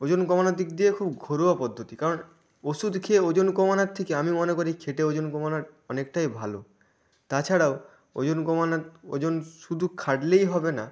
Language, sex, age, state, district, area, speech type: Bengali, male, 18-30, West Bengal, Nadia, rural, spontaneous